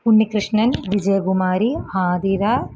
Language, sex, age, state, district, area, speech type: Malayalam, female, 18-30, Kerala, Ernakulam, rural, spontaneous